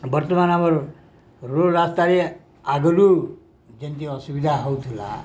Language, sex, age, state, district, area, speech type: Odia, male, 60+, Odisha, Balangir, urban, spontaneous